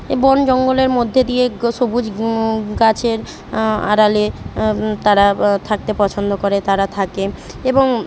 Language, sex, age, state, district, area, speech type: Bengali, female, 45-60, West Bengal, Jhargram, rural, spontaneous